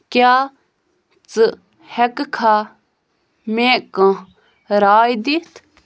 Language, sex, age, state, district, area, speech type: Kashmiri, female, 18-30, Jammu and Kashmir, Bandipora, rural, read